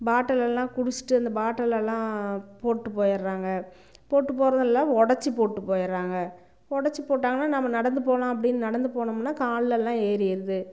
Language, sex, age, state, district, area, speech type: Tamil, female, 45-60, Tamil Nadu, Namakkal, rural, spontaneous